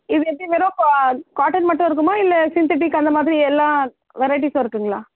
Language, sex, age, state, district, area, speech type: Tamil, female, 45-60, Tamil Nadu, Chennai, urban, conversation